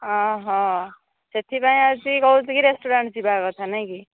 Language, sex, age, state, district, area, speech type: Odia, female, 18-30, Odisha, Nayagarh, rural, conversation